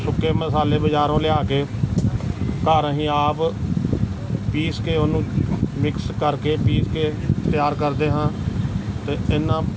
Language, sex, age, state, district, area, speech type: Punjabi, male, 45-60, Punjab, Gurdaspur, urban, spontaneous